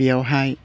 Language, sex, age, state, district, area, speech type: Bodo, male, 45-60, Assam, Udalguri, urban, spontaneous